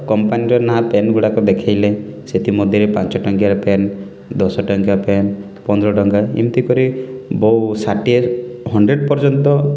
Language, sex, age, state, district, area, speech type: Odia, male, 30-45, Odisha, Kalahandi, rural, spontaneous